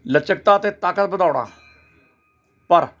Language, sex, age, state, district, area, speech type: Punjabi, male, 60+, Punjab, Hoshiarpur, urban, spontaneous